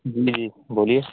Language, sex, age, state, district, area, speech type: Urdu, male, 18-30, Uttar Pradesh, Azamgarh, rural, conversation